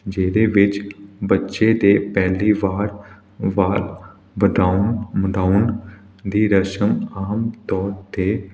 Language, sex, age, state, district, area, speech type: Punjabi, male, 18-30, Punjab, Hoshiarpur, urban, spontaneous